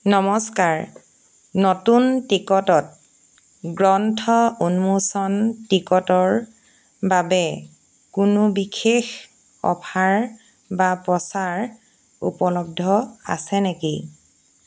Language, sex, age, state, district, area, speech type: Assamese, female, 30-45, Assam, Golaghat, urban, read